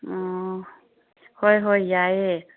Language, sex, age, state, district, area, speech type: Manipuri, female, 30-45, Manipur, Chandel, rural, conversation